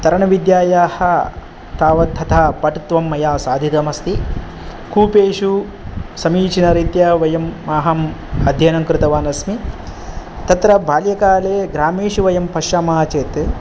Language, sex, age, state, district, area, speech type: Sanskrit, male, 30-45, Telangana, Ranga Reddy, urban, spontaneous